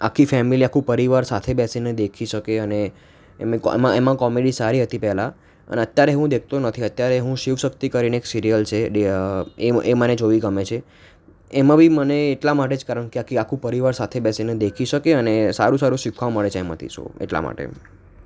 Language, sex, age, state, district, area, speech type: Gujarati, male, 18-30, Gujarat, Ahmedabad, urban, spontaneous